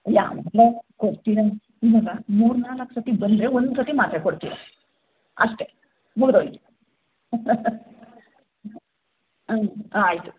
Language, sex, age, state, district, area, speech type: Kannada, female, 60+, Karnataka, Mysore, urban, conversation